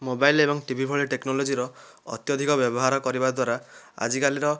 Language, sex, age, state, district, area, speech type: Odia, male, 30-45, Odisha, Nayagarh, rural, spontaneous